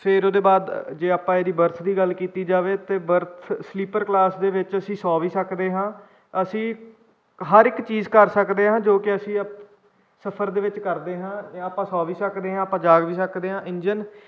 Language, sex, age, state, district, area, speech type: Punjabi, male, 18-30, Punjab, Kapurthala, rural, spontaneous